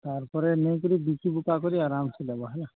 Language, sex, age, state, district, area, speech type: Odia, male, 45-60, Odisha, Nuapada, urban, conversation